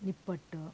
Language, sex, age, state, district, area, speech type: Kannada, female, 60+, Karnataka, Shimoga, rural, spontaneous